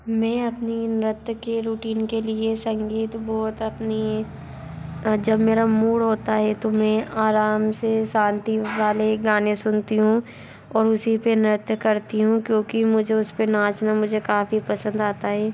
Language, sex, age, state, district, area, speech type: Hindi, female, 30-45, Madhya Pradesh, Bhopal, urban, spontaneous